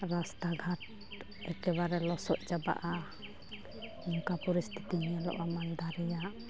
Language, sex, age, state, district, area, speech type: Santali, female, 18-30, West Bengal, Malda, rural, spontaneous